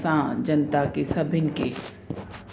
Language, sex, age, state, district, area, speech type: Sindhi, female, 45-60, Uttar Pradesh, Lucknow, urban, spontaneous